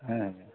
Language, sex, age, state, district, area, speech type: Assamese, male, 45-60, Assam, Dhemaji, urban, conversation